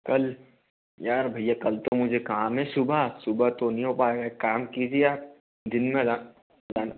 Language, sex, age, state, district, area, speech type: Hindi, male, 18-30, Madhya Pradesh, Bhopal, urban, conversation